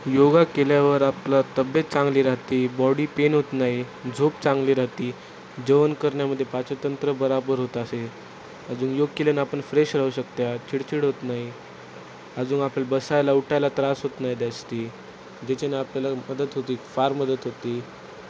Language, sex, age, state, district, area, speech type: Marathi, male, 30-45, Maharashtra, Nanded, rural, spontaneous